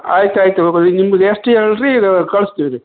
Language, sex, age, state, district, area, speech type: Kannada, male, 60+, Karnataka, Koppal, urban, conversation